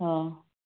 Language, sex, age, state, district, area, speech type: Odia, female, 18-30, Odisha, Nabarangpur, urban, conversation